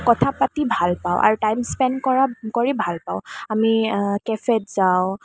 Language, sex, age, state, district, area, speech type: Assamese, female, 18-30, Assam, Kamrup Metropolitan, urban, spontaneous